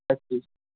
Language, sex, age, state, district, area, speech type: Punjabi, male, 30-45, Punjab, Barnala, rural, conversation